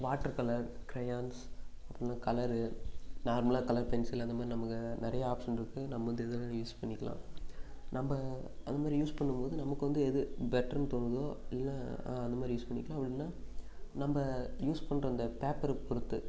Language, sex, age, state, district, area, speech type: Tamil, male, 18-30, Tamil Nadu, Namakkal, rural, spontaneous